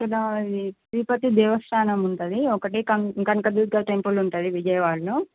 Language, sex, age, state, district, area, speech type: Telugu, female, 18-30, Andhra Pradesh, Srikakulam, urban, conversation